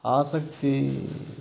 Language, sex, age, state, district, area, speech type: Kannada, male, 60+, Karnataka, Chitradurga, rural, spontaneous